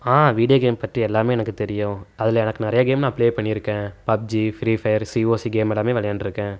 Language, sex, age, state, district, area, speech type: Tamil, male, 18-30, Tamil Nadu, Erode, rural, spontaneous